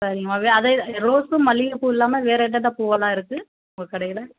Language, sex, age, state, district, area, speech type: Tamil, female, 45-60, Tamil Nadu, Thanjavur, rural, conversation